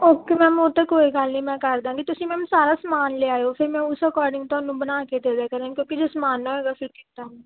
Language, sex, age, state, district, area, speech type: Punjabi, female, 18-30, Punjab, Muktsar, rural, conversation